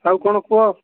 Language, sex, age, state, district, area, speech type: Odia, male, 45-60, Odisha, Nabarangpur, rural, conversation